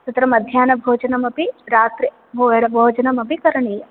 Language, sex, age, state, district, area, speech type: Sanskrit, female, 18-30, Kerala, Palakkad, rural, conversation